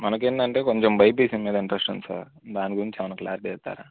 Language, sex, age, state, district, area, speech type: Telugu, male, 18-30, Andhra Pradesh, Guntur, urban, conversation